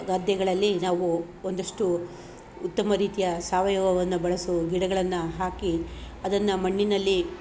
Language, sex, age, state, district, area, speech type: Kannada, female, 45-60, Karnataka, Chikkamagaluru, rural, spontaneous